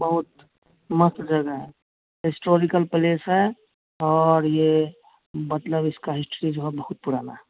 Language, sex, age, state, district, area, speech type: Hindi, male, 30-45, Bihar, Samastipur, urban, conversation